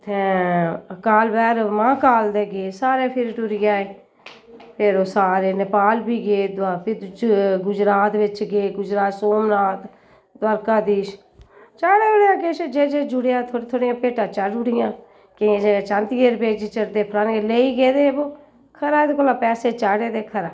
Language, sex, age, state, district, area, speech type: Dogri, female, 60+, Jammu and Kashmir, Jammu, urban, spontaneous